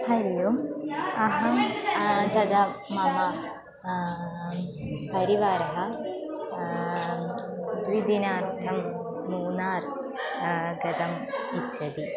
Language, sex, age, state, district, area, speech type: Sanskrit, female, 18-30, Kerala, Thrissur, urban, spontaneous